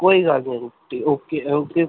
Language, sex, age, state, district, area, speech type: Punjabi, male, 18-30, Punjab, Pathankot, urban, conversation